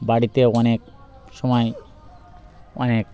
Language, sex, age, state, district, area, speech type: Bengali, male, 30-45, West Bengal, Birbhum, urban, spontaneous